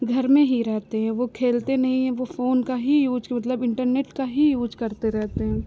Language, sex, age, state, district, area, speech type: Hindi, female, 30-45, Uttar Pradesh, Lucknow, rural, spontaneous